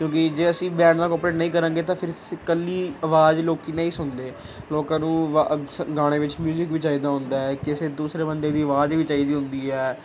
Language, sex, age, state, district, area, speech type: Punjabi, male, 18-30, Punjab, Gurdaspur, urban, spontaneous